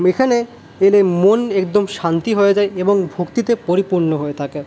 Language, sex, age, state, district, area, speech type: Bengali, male, 18-30, West Bengal, Paschim Bardhaman, rural, spontaneous